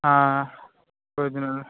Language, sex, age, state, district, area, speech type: Tamil, male, 18-30, Tamil Nadu, Vellore, rural, conversation